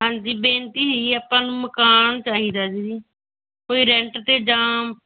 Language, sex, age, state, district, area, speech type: Punjabi, female, 18-30, Punjab, Moga, rural, conversation